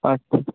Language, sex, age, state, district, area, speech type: Bengali, male, 18-30, West Bengal, Murshidabad, urban, conversation